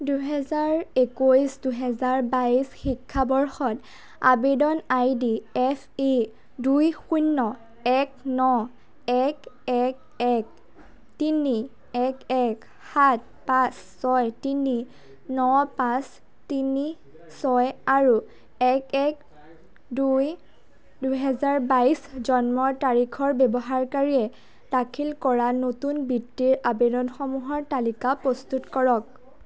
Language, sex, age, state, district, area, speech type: Assamese, female, 18-30, Assam, Darrang, rural, read